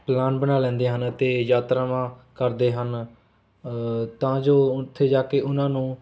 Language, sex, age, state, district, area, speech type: Punjabi, male, 18-30, Punjab, Rupnagar, rural, spontaneous